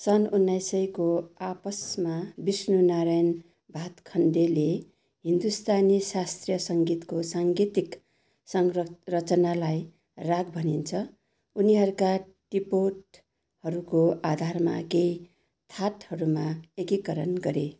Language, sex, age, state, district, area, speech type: Nepali, female, 60+, West Bengal, Darjeeling, rural, read